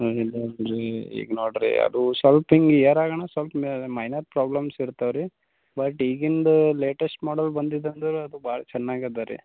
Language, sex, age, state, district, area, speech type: Kannada, male, 18-30, Karnataka, Gulbarga, rural, conversation